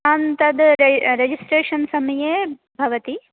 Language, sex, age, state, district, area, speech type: Sanskrit, female, 18-30, Telangana, Medchal, urban, conversation